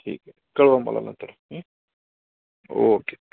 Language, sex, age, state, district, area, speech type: Marathi, male, 45-60, Maharashtra, Osmanabad, rural, conversation